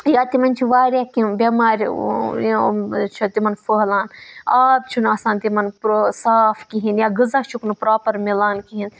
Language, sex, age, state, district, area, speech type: Kashmiri, female, 18-30, Jammu and Kashmir, Budgam, rural, spontaneous